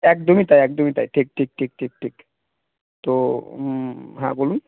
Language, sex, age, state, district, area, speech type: Bengali, male, 18-30, West Bengal, Cooch Behar, urban, conversation